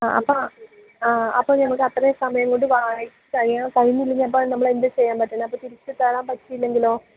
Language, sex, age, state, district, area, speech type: Malayalam, female, 30-45, Kerala, Idukki, rural, conversation